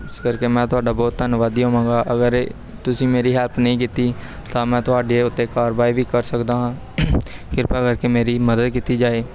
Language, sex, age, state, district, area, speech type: Punjabi, male, 18-30, Punjab, Pathankot, rural, spontaneous